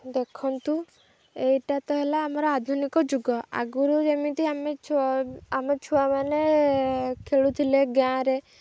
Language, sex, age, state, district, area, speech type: Odia, female, 18-30, Odisha, Jagatsinghpur, urban, spontaneous